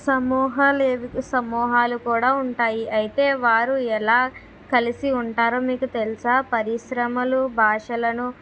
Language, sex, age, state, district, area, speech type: Telugu, female, 30-45, Andhra Pradesh, Kakinada, urban, spontaneous